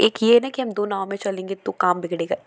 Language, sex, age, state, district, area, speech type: Hindi, female, 18-30, Madhya Pradesh, Jabalpur, urban, spontaneous